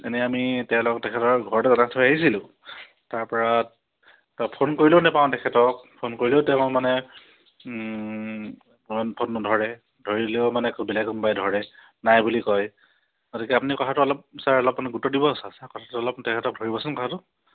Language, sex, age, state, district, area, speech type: Assamese, male, 45-60, Assam, Dibrugarh, urban, conversation